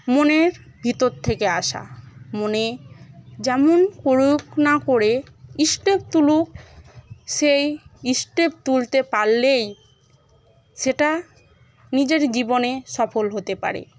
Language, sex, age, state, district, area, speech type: Bengali, female, 18-30, West Bengal, Murshidabad, rural, spontaneous